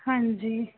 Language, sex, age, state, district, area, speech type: Punjabi, female, 30-45, Punjab, Mansa, urban, conversation